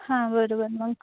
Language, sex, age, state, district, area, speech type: Marathi, female, 18-30, Maharashtra, Thane, urban, conversation